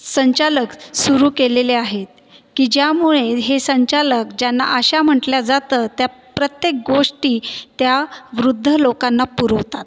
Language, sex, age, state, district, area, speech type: Marathi, female, 30-45, Maharashtra, Buldhana, urban, spontaneous